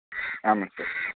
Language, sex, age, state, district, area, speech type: Tamil, male, 30-45, Tamil Nadu, Namakkal, rural, conversation